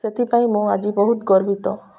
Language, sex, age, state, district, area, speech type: Odia, female, 45-60, Odisha, Malkangiri, urban, spontaneous